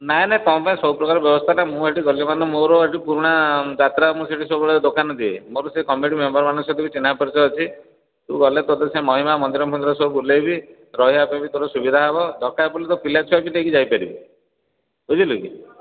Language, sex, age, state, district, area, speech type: Odia, male, 45-60, Odisha, Dhenkanal, rural, conversation